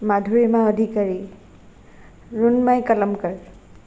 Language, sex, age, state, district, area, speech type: Assamese, female, 18-30, Assam, Sonitpur, rural, spontaneous